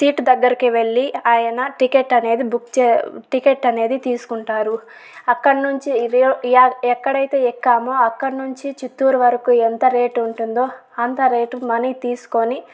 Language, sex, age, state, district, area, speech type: Telugu, female, 18-30, Andhra Pradesh, Chittoor, urban, spontaneous